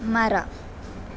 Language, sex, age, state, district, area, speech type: Kannada, female, 18-30, Karnataka, Udupi, rural, read